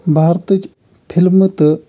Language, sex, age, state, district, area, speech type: Kashmiri, male, 60+, Jammu and Kashmir, Kulgam, rural, spontaneous